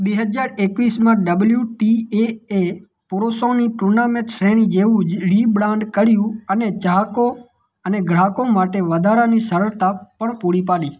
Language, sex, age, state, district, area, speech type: Gujarati, male, 18-30, Gujarat, Kutch, rural, read